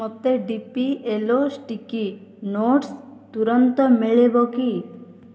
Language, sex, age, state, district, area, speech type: Odia, female, 18-30, Odisha, Boudh, rural, read